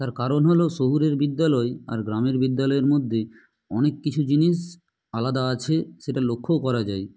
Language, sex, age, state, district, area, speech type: Bengali, male, 18-30, West Bengal, Nadia, rural, spontaneous